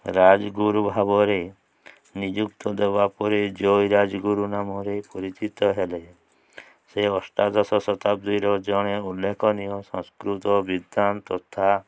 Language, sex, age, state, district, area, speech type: Odia, male, 45-60, Odisha, Mayurbhanj, rural, spontaneous